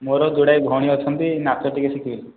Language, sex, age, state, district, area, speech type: Odia, male, 18-30, Odisha, Khordha, rural, conversation